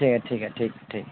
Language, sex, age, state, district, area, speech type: Hindi, male, 30-45, Bihar, Darbhanga, rural, conversation